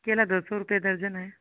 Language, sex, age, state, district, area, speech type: Hindi, female, 45-60, Uttar Pradesh, Sitapur, rural, conversation